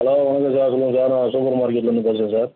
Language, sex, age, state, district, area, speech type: Tamil, male, 45-60, Tamil Nadu, Tiruchirappalli, rural, conversation